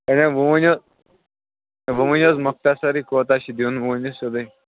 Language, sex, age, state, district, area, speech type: Kashmiri, male, 18-30, Jammu and Kashmir, Bandipora, rural, conversation